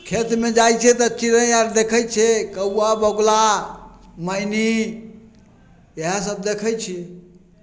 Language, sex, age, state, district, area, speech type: Maithili, male, 45-60, Bihar, Samastipur, rural, spontaneous